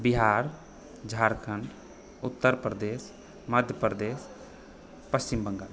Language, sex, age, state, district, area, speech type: Maithili, male, 18-30, Bihar, Supaul, urban, spontaneous